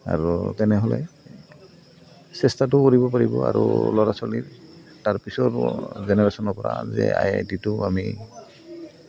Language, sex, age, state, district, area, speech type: Assamese, male, 45-60, Assam, Goalpara, urban, spontaneous